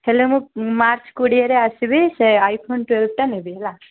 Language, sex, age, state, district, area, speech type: Odia, female, 18-30, Odisha, Malkangiri, urban, conversation